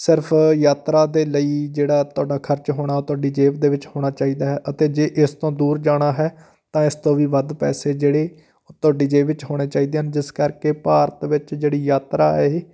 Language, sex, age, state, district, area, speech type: Punjabi, male, 30-45, Punjab, Patiala, rural, spontaneous